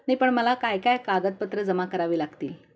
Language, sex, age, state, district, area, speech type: Marathi, female, 45-60, Maharashtra, Kolhapur, urban, spontaneous